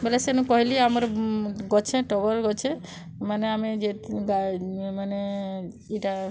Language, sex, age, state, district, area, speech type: Odia, female, 30-45, Odisha, Bargarh, urban, spontaneous